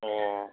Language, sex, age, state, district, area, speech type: Bengali, male, 60+, West Bengal, Purba Bardhaman, urban, conversation